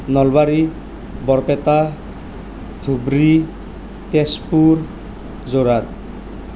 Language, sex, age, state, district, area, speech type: Assamese, male, 18-30, Assam, Nalbari, rural, spontaneous